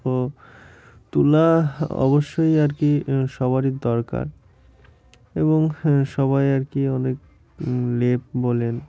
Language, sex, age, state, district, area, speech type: Bengali, male, 18-30, West Bengal, Murshidabad, urban, spontaneous